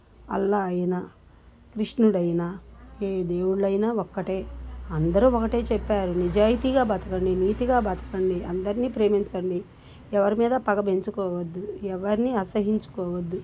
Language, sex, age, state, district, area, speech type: Telugu, female, 60+, Andhra Pradesh, Bapatla, urban, spontaneous